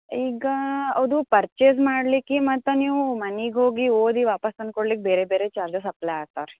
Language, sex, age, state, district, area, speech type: Kannada, female, 18-30, Karnataka, Gulbarga, urban, conversation